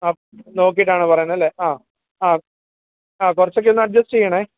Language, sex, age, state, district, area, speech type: Malayalam, male, 30-45, Kerala, Kollam, rural, conversation